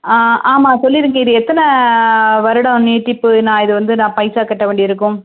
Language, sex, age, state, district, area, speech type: Tamil, female, 30-45, Tamil Nadu, Tirunelveli, rural, conversation